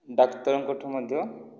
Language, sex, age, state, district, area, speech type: Odia, male, 18-30, Odisha, Kandhamal, rural, spontaneous